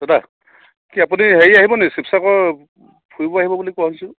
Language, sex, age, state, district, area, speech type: Assamese, male, 30-45, Assam, Sivasagar, rural, conversation